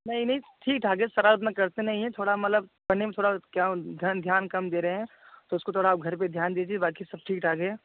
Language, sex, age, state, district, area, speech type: Hindi, male, 30-45, Uttar Pradesh, Jaunpur, urban, conversation